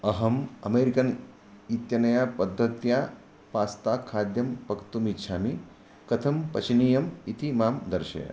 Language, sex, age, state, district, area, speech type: Sanskrit, male, 60+, Karnataka, Vijayapura, urban, read